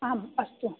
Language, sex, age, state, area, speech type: Sanskrit, female, 18-30, Rajasthan, rural, conversation